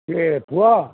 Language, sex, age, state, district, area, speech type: Odia, male, 60+, Odisha, Nayagarh, rural, conversation